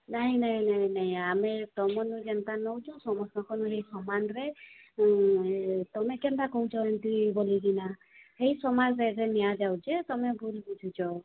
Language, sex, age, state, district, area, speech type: Odia, female, 45-60, Odisha, Sambalpur, rural, conversation